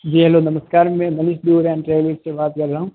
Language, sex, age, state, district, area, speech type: Hindi, male, 18-30, Rajasthan, Jodhpur, urban, conversation